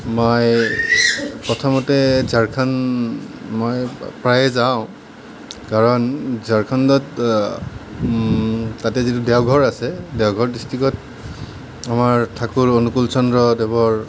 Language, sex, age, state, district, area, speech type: Assamese, male, 30-45, Assam, Nalbari, rural, spontaneous